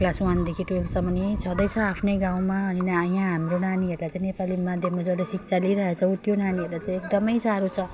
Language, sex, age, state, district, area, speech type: Nepali, female, 30-45, West Bengal, Jalpaiguri, rural, spontaneous